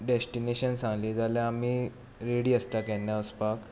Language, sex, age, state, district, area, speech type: Goan Konkani, male, 18-30, Goa, Tiswadi, rural, spontaneous